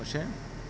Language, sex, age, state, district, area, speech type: Malayalam, male, 45-60, Kerala, Alappuzha, urban, spontaneous